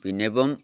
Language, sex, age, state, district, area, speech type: Malayalam, male, 60+, Kerala, Wayanad, rural, spontaneous